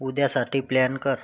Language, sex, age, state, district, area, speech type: Marathi, male, 30-45, Maharashtra, Thane, urban, read